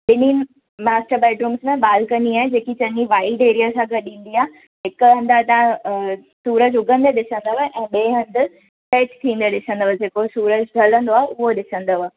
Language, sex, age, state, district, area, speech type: Sindhi, female, 18-30, Gujarat, Surat, urban, conversation